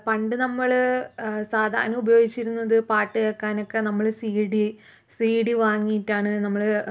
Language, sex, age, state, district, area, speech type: Malayalam, female, 30-45, Kerala, Palakkad, urban, spontaneous